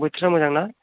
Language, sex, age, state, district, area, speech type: Bodo, male, 18-30, Assam, Chirang, urban, conversation